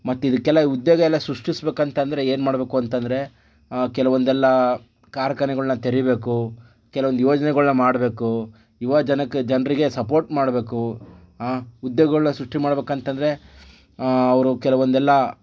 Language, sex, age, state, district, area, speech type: Kannada, male, 30-45, Karnataka, Chitradurga, rural, spontaneous